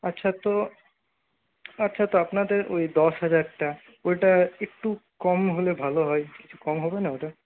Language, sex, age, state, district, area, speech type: Bengali, male, 30-45, West Bengal, Purulia, urban, conversation